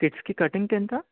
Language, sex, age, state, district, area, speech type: Telugu, male, 18-30, Telangana, Ranga Reddy, urban, conversation